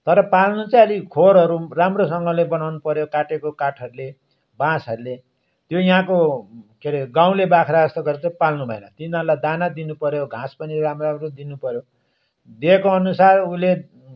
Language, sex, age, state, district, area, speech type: Nepali, male, 60+, West Bengal, Darjeeling, rural, spontaneous